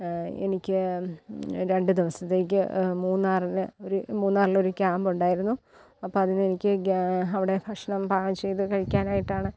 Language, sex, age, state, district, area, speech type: Malayalam, female, 30-45, Kerala, Kottayam, rural, spontaneous